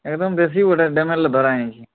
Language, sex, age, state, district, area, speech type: Bengali, male, 45-60, West Bengal, Purulia, urban, conversation